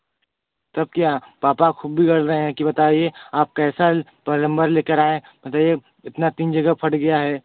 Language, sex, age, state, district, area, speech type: Hindi, male, 18-30, Uttar Pradesh, Varanasi, rural, conversation